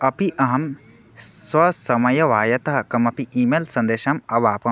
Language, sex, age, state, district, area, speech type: Sanskrit, male, 18-30, Odisha, Bargarh, rural, read